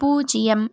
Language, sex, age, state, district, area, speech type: Tamil, female, 18-30, Tamil Nadu, Tiruppur, rural, read